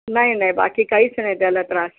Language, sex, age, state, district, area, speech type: Marathi, female, 60+, Maharashtra, Yavatmal, urban, conversation